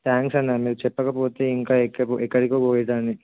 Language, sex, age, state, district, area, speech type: Telugu, male, 18-30, Telangana, Warangal, rural, conversation